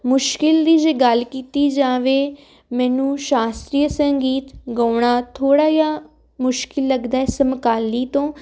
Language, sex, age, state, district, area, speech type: Punjabi, female, 18-30, Punjab, Jalandhar, urban, spontaneous